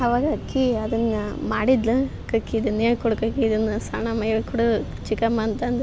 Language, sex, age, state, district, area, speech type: Kannada, female, 18-30, Karnataka, Koppal, rural, spontaneous